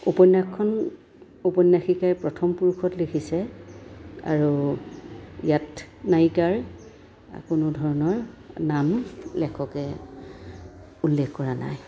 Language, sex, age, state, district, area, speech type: Assamese, female, 45-60, Assam, Dhemaji, rural, spontaneous